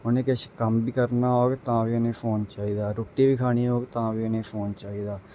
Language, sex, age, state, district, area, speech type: Dogri, male, 18-30, Jammu and Kashmir, Reasi, rural, spontaneous